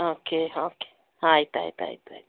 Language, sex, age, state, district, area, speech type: Kannada, female, 30-45, Karnataka, Koppal, rural, conversation